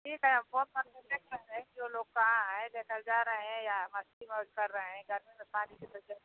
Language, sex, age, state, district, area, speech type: Hindi, female, 60+, Uttar Pradesh, Mau, rural, conversation